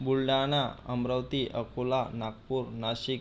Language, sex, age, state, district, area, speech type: Marathi, male, 30-45, Maharashtra, Buldhana, urban, spontaneous